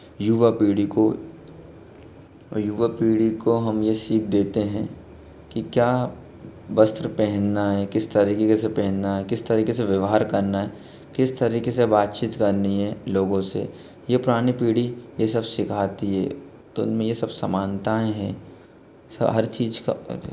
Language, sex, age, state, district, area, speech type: Hindi, male, 18-30, Madhya Pradesh, Bhopal, urban, spontaneous